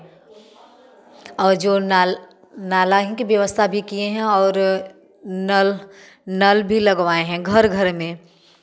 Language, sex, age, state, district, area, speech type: Hindi, female, 30-45, Uttar Pradesh, Varanasi, rural, spontaneous